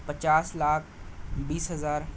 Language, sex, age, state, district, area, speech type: Urdu, male, 30-45, Delhi, South Delhi, urban, spontaneous